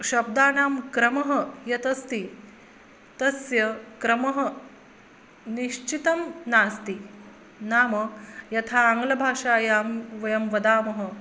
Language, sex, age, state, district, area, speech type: Sanskrit, female, 30-45, Maharashtra, Akola, urban, spontaneous